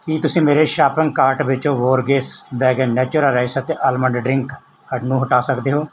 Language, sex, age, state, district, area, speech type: Punjabi, male, 45-60, Punjab, Mansa, rural, read